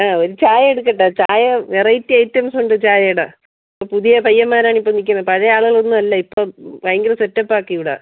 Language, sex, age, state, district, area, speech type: Malayalam, female, 30-45, Kerala, Thiruvananthapuram, rural, conversation